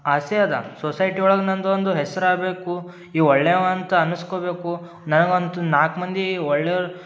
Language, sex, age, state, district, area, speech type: Kannada, male, 18-30, Karnataka, Gulbarga, urban, spontaneous